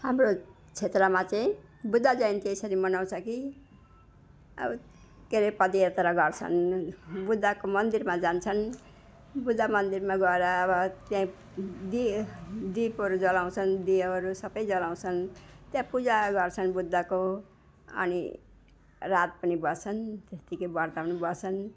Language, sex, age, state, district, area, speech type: Nepali, female, 60+, West Bengal, Alipurduar, urban, spontaneous